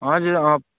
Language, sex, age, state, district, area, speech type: Nepali, male, 18-30, West Bengal, Jalpaiguri, rural, conversation